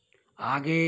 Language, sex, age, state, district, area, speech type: Hindi, male, 60+, Uttar Pradesh, Mau, rural, read